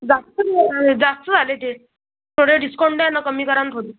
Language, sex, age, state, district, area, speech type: Marathi, male, 30-45, Maharashtra, Buldhana, rural, conversation